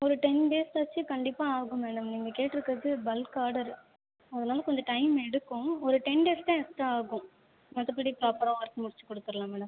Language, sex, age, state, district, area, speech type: Tamil, female, 18-30, Tamil Nadu, Viluppuram, urban, conversation